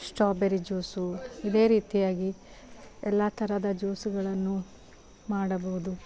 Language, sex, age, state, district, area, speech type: Kannada, female, 30-45, Karnataka, Bidar, urban, spontaneous